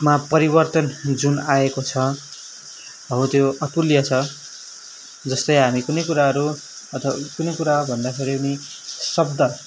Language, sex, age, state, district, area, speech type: Nepali, male, 18-30, West Bengal, Darjeeling, rural, spontaneous